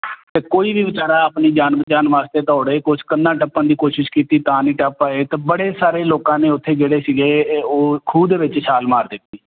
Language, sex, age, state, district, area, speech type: Punjabi, male, 30-45, Punjab, Jalandhar, urban, conversation